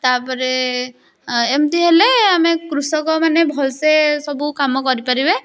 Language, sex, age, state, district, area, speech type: Odia, female, 18-30, Odisha, Puri, urban, spontaneous